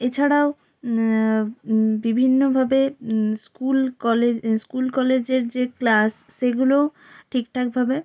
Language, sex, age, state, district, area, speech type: Bengali, female, 18-30, West Bengal, Jalpaiguri, rural, spontaneous